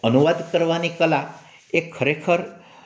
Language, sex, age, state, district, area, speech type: Gujarati, male, 45-60, Gujarat, Amreli, urban, spontaneous